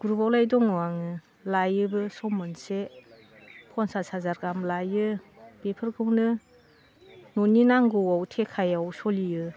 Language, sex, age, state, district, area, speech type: Bodo, female, 45-60, Assam, Udalguri, rural, spontaneous